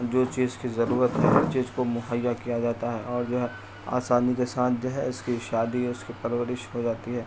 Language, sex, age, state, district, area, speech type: Urdu, male, 45-60, Bihar, Supaul, rural, spontaneous